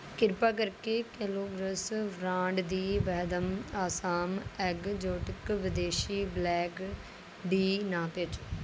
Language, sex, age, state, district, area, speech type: Punjabi, female, 30-45, Punjab, Rupnagar, rural, read